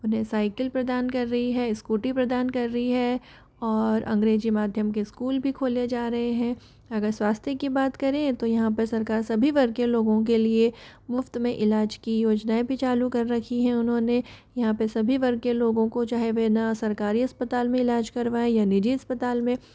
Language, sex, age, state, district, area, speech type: Hindi, female, 60+, Rajasthan, Jaipur, urban, spontaneous